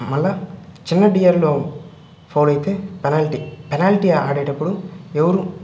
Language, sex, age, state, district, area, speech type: Telugu, male, 18-30, Andhra Pradesh, Sri Balaji, rural, spontaneous